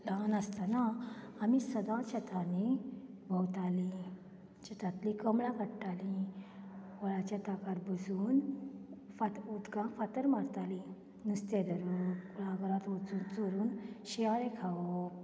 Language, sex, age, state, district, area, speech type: Goan Konkani, female, 45-60, Goa, Canacona, rural, spontaneous